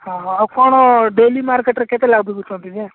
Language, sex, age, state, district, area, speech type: Odia, male, 45-60, Odisha, Nabarangpur, rural, conversation